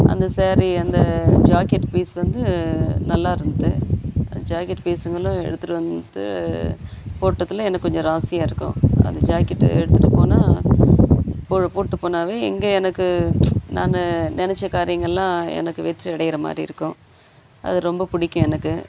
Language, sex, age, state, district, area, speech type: Tamil, female, 60+, Tamil Nadu, Kallakurichi, urban, spontaneous